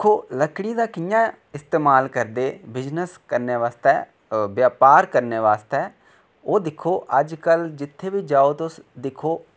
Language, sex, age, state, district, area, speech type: Dogri, male, 18-30, Jammu and Kashmir, Reasi, rural, spontaneous